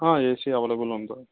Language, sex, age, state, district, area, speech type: Telugu, male, 18-30, Andhra Pradesh, Anantapur, urban, conversation